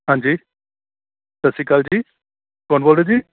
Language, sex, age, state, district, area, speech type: Punjabi, male, 45-60, Punjab, Kapurthala, urban, conversation